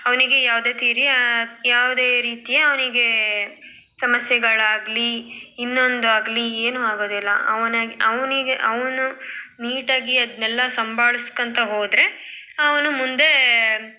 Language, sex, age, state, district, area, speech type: Kannada, female, 18-30, Karnataka, Davanagere, urban, spontaneous